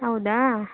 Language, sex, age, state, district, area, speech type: Kannada, female, 18-30, Karnataka, Davanagere, rural, conversation